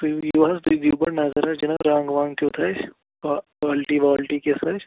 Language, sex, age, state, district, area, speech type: Kashmiri, male, 18-30, Jammu and Kashmir, Pulwama, rural, conversation